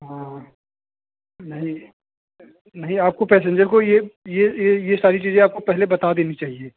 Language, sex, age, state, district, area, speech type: Hindi, male, 30-45, Uttar Pradesh, Hardoi, rural, conversation